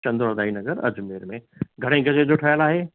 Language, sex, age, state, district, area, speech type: Sindhi, male, 60+, Rajasthan, Ajmer, urban, conversation